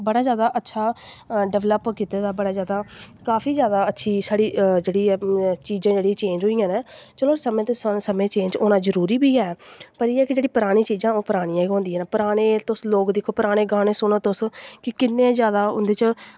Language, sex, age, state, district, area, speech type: Dogri, female, 18-30, Jammu and Kashmir, Samba, rural, spontaneous